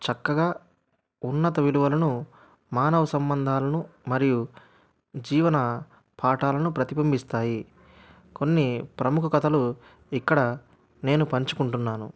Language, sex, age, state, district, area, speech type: Telugu, male, 30-45, Andhra Pradesh, Anantapur, urban, spontaneous